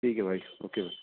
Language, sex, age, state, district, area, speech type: Urdu, male, 18-30, Delhi, East Delhi, urban, conversation